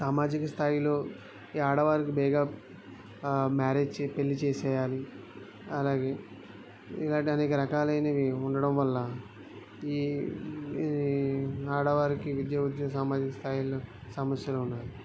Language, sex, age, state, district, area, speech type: Telugu, male, 18-30, Andhra Pradesh, Kakinada, urban, spontaneous